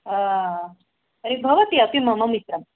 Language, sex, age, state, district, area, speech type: Sanskrit, female, 30-45, Karnataka, Bangalore Urban, urban, conversation